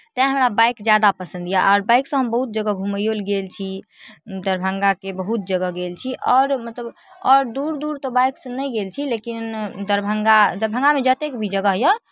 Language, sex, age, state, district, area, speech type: Maithili, female, 18-30, Bihar, Darbhanga, rural, spontaneous